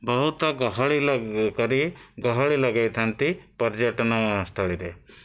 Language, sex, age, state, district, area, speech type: Odia, male, 60+, Odisha, Bhadrak, rural, spontaneous